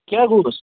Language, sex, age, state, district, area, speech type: Kashmiri, male, 30-45, Jammu and Kashmir, Kupwara, rural, conversation